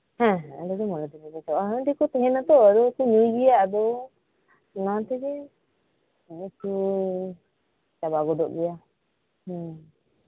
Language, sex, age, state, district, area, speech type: Santali, female, 30-45, West Bengal, Birbhum, rural, conversation